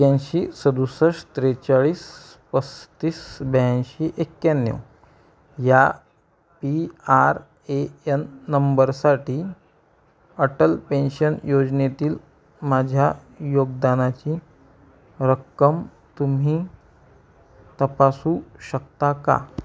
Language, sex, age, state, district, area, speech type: Marathi, female, 30-45, Maharashtra, Amravati, rural, read